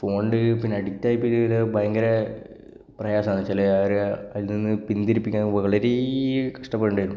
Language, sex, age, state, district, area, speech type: Malayalam, male, 18-30, Kerala, Kasaragod, rural, spontaneous